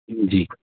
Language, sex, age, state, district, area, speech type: Sindhi, male, 30-45, Gujarat, Kutch, rural, conversation